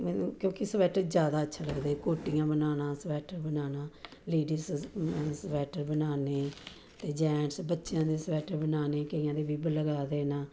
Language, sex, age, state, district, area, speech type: Punjabi, female, 45-60, Punjab, Jalandhar, urban, spontaneous